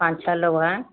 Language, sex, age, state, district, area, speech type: Hindi, female, 60+, Uttar Pradesh, Mau, urban, conversation